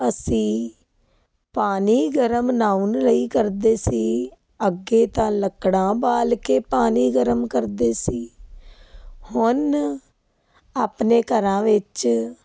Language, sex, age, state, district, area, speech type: Punjabi, female, 30-45, Punjab, Fazilka, rural, spontaneous